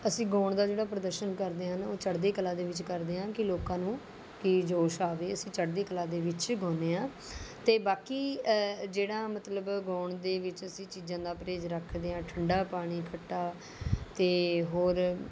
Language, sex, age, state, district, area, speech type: Punjabi, female, 30-45, Punjab, Rupnagar, rural, spontaneous